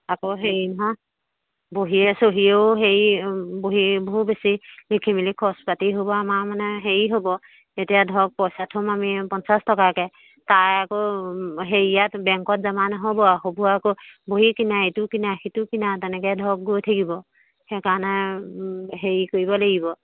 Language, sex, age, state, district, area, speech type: Assamese, female, 45-60, Assam, Majuli, urban, conversation